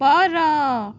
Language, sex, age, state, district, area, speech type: Odia, female, 18-30, Odisha, Jagatsinghpur, rural, read